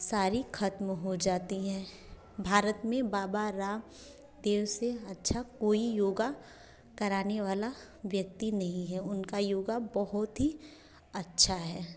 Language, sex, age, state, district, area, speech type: Hindi, female, 30-45, Uttar Pradesh, Varanasi, rural, spontaneous